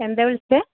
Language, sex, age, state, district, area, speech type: Malayalam, female, 45-60, Kerala, Kasaragod, rural, conversation